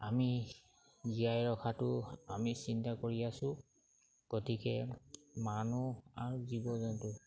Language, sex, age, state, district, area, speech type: Assamese, male, 45-60, Assam, Sivasagar, rural, spontaneous